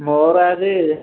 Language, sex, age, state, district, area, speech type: Odia, male, 18-30, Odisha, Rayagada, rural, conversation